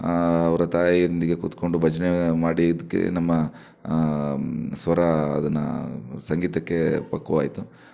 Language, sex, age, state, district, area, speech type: Kannada, male, 30-45, Karnataka, Shimoga, rural, spontaneous